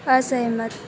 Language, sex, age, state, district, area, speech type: Hindi, female, 18-30, Madhya Pradesh, Harda, rural, read